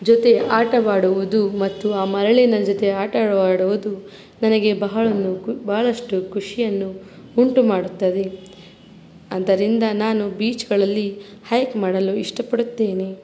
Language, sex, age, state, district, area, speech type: Kannada, female, 45-60, Karnataka, Davanagere, rural, spontaneous